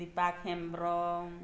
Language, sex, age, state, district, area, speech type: Santali, female, 45-60, Jharkhand, Bokaro, rural, spontaneous